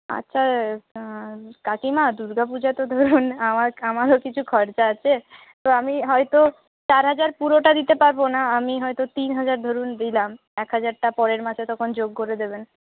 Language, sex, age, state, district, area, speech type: Bengali, female, 60+, West Bengal, Purulia, urban, conversation